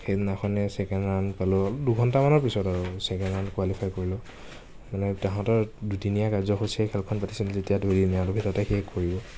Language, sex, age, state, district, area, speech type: Assamese, male, 30-45, Assam, Nagaon, rural, spontaneous